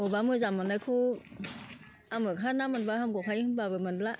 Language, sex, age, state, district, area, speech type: Bodo, female, 60+, Assam, Chirang, rural, spontaneous